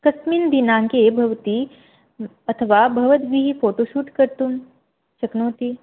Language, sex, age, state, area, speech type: Sanskrit, female, 18-30, Tripura, rural, conversation